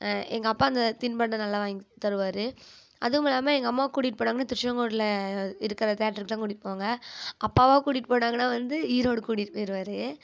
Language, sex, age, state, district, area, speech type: Tamil, female, 18-30, Tamil Nadu, Namakkal, rural, spontaneous